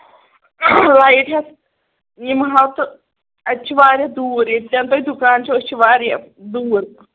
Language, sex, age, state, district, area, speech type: Kashmiri, female, 30-45, Jammu and Kashmir, Shopian, urban, conversation